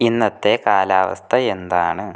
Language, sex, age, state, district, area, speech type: Malayalam, male, 18-30, Kerala, Kozhikode, urban, read